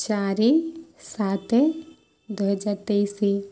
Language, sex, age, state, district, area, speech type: Odia, female, 18-30, Odisha, Kendrapara, urban, spontaneous